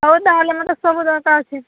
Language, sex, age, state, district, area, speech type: Odia, female, 60+, Odisha, Boudh, rural, conversation